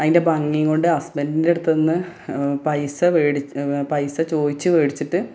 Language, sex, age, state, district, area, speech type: Malayalam, female, 30-45, Kerala, Malappuram, rural, spontaneous